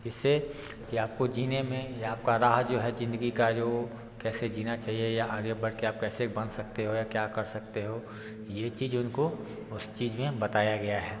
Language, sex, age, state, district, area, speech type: Hindi, male, 30-45, Bihar, Darbhanga, rural, spontaneous